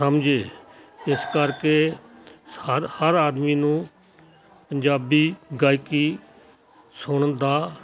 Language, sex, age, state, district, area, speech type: Punjabi, male, 60+, Punjab, Hoshiarpur, rural, spontaneous